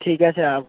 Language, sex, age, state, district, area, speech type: Bengali, male, 18-30, West Bengal, South 24 Parganas, rural, conversation